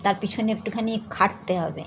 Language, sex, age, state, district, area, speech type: Bengali, female, 60+, West Bengal, Howrah, urban, spontaneous